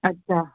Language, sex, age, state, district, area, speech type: Sindhi, female, 45-60, Gujarat, Kutch, urban, conversation